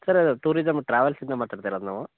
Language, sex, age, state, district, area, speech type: Kannada, male, 18-30, Karnataka, Chamarajanagar, rural, conversation